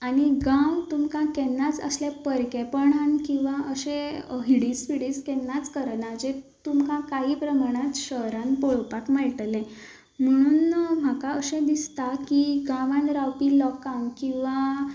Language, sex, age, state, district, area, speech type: Goan Konkani, female, 18-30, Goa, Canacona, rural, spontaneous